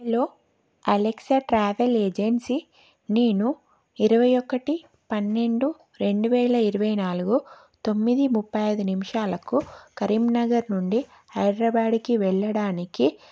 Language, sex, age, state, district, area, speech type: Telugu, female, 30-45, Telangana, Karimnagar, urban, spontaneous